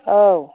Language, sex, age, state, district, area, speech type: Bodo, female, 60+, Assam, Kokrajhar, rural, conversation